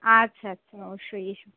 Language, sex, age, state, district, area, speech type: Bengali, female, 30-45, West Bengal, Darjeeling, rural, conversation